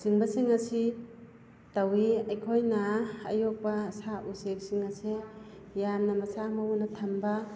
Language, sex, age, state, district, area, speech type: Manipuri, female, 45-60, Manipur, Kakching, rural, spontaneous